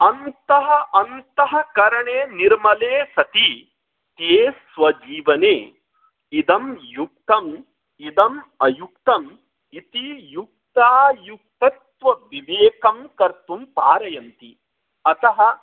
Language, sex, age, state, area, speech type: Sanskrit, male, 30-45, Bihar, rural, conversation